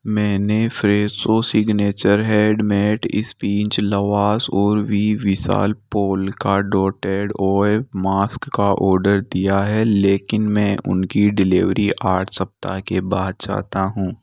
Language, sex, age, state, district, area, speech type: Hindi, male, 18-30, Rajasthan, Jaipur, urban, read